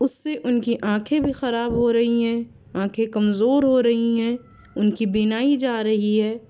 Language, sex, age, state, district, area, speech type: Urdu, female, 30-45, Delhi, South Delhi, rural, spontaneous